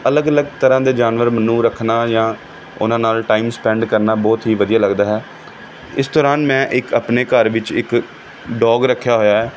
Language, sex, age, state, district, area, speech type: Punjabi, male, 30-45, Punjab, Pathankot, urban, spontaneous